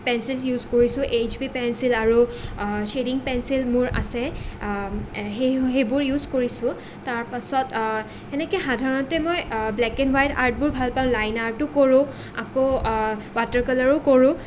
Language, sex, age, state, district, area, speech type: Assamese, female, 18-30, Assam, Nalbari, rural, spontaneous